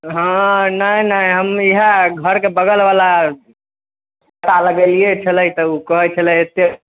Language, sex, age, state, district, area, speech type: Maithili, male, 18-30, Bihar, Samastipur, rural, conversation